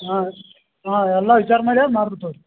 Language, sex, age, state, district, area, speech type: Kannada, male, 45-60, Karnataka, Belgaum, rural, conversation